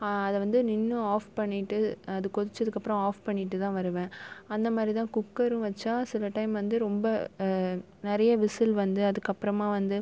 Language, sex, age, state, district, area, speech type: Tamil, female, 18-30, Tamil Nadu, Viluppuram, rural, spontaneous